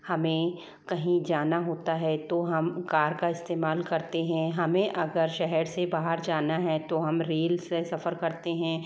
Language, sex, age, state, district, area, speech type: Hindi, female, 30-45, Rajasthan, Jaipur, urban, spontaneous